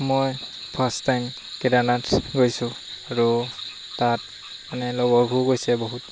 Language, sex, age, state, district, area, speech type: Assamese, male, 18-30, Assam, Lakhimpur, rural, spontaneous